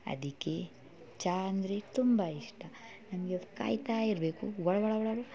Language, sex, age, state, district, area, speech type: Kannada, female, 18-30, Karnataka, Mysore, rural, spontaneous